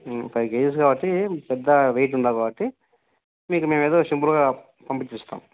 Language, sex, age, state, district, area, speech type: Telugu, male, 30-45, Andhra Pradesh, Nandyal, rural, conversation